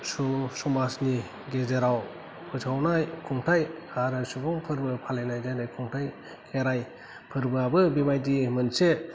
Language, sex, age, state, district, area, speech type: Bodo, male, 45-60, Assam, Kokrajhar, rural, spontaneous